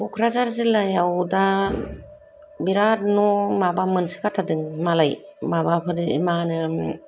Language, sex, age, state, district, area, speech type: Bodo, female, 30-45, Assam, Kokrajhar, urban, spontaneous